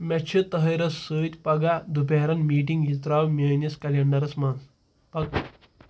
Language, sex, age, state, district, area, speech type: Kashmiri, male, 18-30, Jammu and Kashmir, Pulwama, rural, read